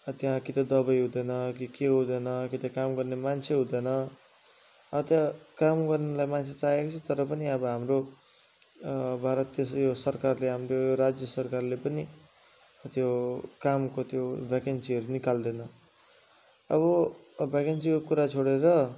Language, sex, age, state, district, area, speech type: Nepali, male, 30-45, West Bengal, Darjeeling, rural, spontaneous